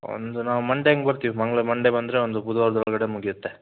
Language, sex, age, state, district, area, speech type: Kannada, male, 18-30, Karnataka, Shimoga, rural, conversation